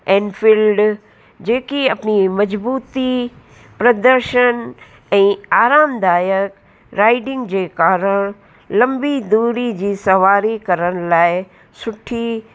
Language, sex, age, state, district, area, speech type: Sindhi, female, 60+, Uttar Pradesh, Lucknow, rural, spontaneous